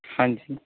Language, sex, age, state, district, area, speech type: Punjabi, male, 18-30, Punjab, Barnala, rural, conversation